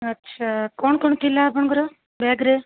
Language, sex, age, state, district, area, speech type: Odia, female, 30-45, Odisha, Cuttack, urban, conversation